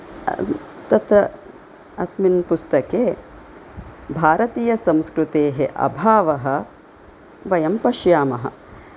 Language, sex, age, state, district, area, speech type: Sanskrit, female, 45-60, Karnataka, Chikkaballapur, urban, spontaneous